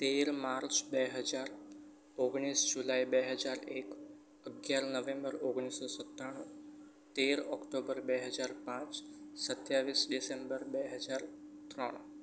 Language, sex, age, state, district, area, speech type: Gujarati, male, 18-30, Gujarat, Surat, rural, spontaneous